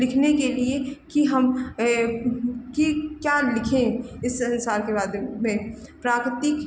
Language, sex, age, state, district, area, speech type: Hindi, female, 30-45, Uttar Pradesh, Lucknow, rural, spontaneous